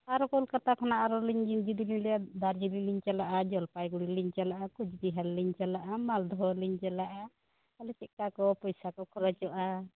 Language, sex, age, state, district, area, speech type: Santali, female, 45-60, West Bengal, Bankura, rural, conversation